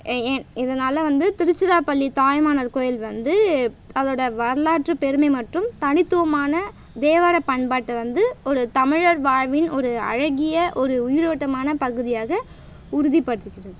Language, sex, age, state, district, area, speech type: Tamil, female, 18-30, Tamil Nadu, Tiruvannamalai, rural, spontaneous